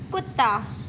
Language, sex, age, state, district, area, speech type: Hindi, female, 18-30, Madhya Pradesh, Chhindwara, urban, read